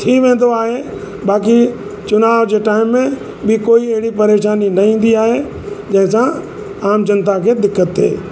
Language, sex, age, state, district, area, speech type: Sindhi, male, 60+, Uttar Pradesh, Lucknow, rural, spontaneous